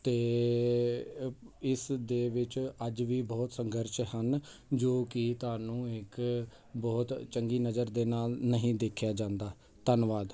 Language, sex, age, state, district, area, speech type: Punjabi, male, 30-45, Punjab, Jalandhar, urban, spontaneous